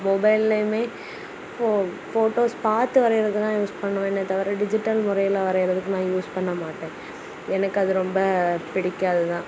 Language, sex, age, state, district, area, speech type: Tamil, female, 18-30, Tamil Nadu, Kanyakumari, rural, spontaneous